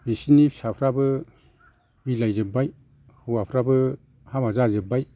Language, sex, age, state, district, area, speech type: Bodo, male, 60+, Assam, Chirang, rural, spontaneous